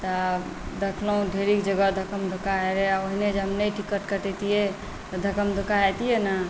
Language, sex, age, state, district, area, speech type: Maithili, female, 45-60, Bihar, Saharsa, rural, spontaneous